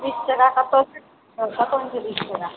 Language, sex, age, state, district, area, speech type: Maithili, female, 45-60, Bihar, Purnia, rural, conversation